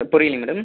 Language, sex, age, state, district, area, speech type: Tamil, male, 30-45, Tamil Nadu, Viluppuram, rural, conversation